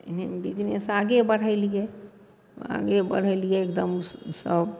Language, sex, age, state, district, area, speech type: Maithili, female, 60+, Bihar, Madhepura, urban, spontaneous